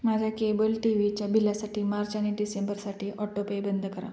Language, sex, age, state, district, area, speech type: Marathi, female, 18-30, Maharashtra, Sangli, rural, read